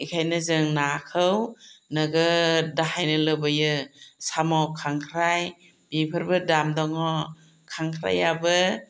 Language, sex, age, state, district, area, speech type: Bodo, female, 45-60, Assam, Chirang, rural, spontaneous